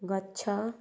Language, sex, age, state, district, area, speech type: Odia, female, 18-30, Odisha, Kendujhar, urban, read